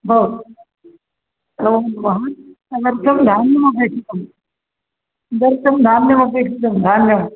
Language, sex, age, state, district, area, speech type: Sanskrit, male, 30-45, Karnataka, Vijayapura, urban, conversation